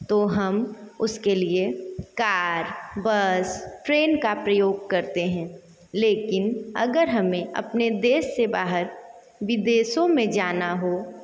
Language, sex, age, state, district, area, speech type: Hindi, female, 30-45, Uttar Pradesh, Sonbhadra, rural, spontaneous